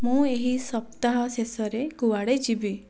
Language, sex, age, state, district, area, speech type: Odia, female, 30-45, Odisha, Kandhamal, rural, read